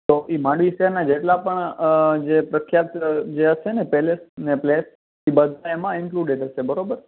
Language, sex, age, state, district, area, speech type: Gujarati, male, 18-30, Gujarat, Kutch, urban, conversation